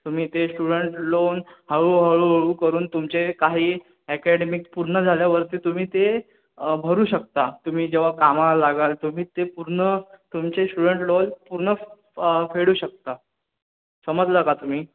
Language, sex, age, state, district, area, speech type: Marathi, male, 18-30, Maharashtra, Ratnagiri, urban, conversation